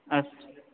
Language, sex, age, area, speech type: Sanskrit, male, 30-45, urban, conversation